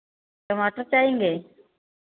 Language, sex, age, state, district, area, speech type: Hindi, female, 30-45, Uttar Pradesh, Varanasi, rural, conversation